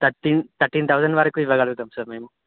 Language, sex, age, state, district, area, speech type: Telugu, male, 18-30, Telangana, Karimnagar, rural, conversation